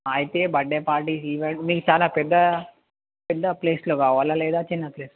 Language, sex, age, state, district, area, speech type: Telugu, male, 18-30, Telangana, Nalgonda, urban, conversation